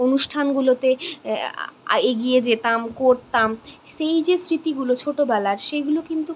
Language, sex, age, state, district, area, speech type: Bengali, female, 60+, West Bengal, Purulia, urban, spontaneous